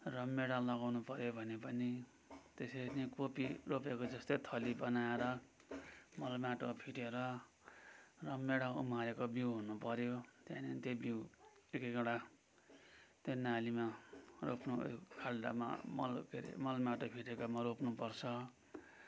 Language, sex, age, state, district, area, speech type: Nepali, male, 60+, West Bengal, Kalimpong, rural, spontaneous